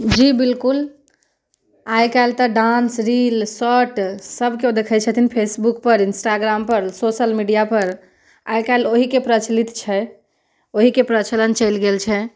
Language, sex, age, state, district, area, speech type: Maithili, female, 18-30, Bihar, Muzaffarpur, rural, spontaneous